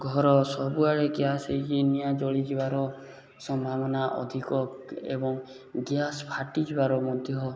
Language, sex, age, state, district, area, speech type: Odia, male, 18-30, Odisha, Subarnapur, urban, spontaneous